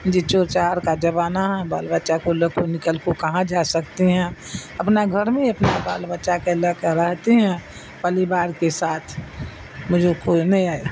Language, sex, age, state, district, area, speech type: Urdu, female, 60+, Bihar, Darbhanga, rural, spontaneous